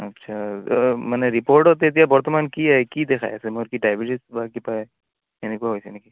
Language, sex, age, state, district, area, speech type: Assamese, male, 18-30, Assam, Barpeta, rural, conversation